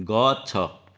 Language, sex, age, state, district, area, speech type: Odia, male, 45-60, Odisha, Dhenkanal, rural, read